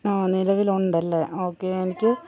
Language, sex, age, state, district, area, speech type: Malayalam, female, 18-30, Kerala, Kozhikode, rural, spontaneous